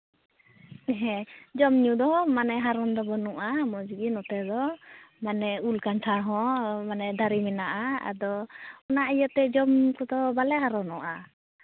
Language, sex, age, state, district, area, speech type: Santali, female, 18-30, West Bengal, Uttar Dinajpur, rural, conversation